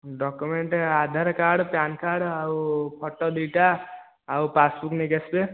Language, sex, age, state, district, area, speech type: Odia, male, 18-30, Odisha, Khordha, rural, conversation